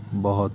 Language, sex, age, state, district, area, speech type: Punjabi, male, 18-30, Punjab, Hoshiarpur, rural, spontaneous